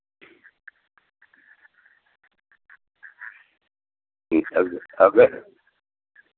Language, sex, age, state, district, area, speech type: Hindi, male, 60+, Uttar Pradesh, Varanasi, rural, conversation